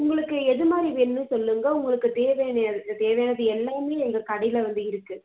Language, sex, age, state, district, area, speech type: Tamil, female, 18-30, Tamil Nadu, Krishnagiri, rural, conversation